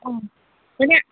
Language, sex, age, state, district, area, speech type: Bengali, female, 18-30, West Bengal, Cooch Behar, urban, conversation